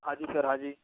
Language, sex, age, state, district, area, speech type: Hindi, male, 45-60, Rajasthan, Karauli, rural, conversation